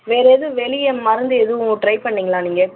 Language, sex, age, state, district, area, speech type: Tamil, female, 18-30, Tamil Nadu, Madurai, urban, conversation